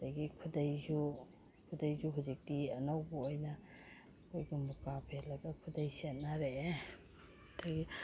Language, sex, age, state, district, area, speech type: Manipuri, female, 45-60, Manipur, Imphal East, rural, spontaneous